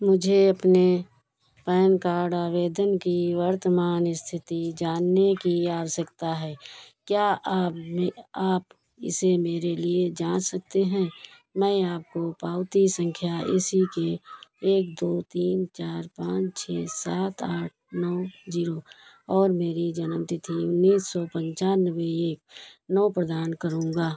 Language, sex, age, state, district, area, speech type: Hindi, female, 60+, Uttar Pradesh, Hardoi, rural, read